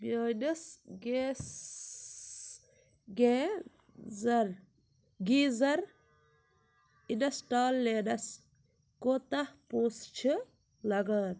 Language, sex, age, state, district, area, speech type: Kashmiri, female, 18-30, Jammu and Kashmir, Ganderbal, rural, read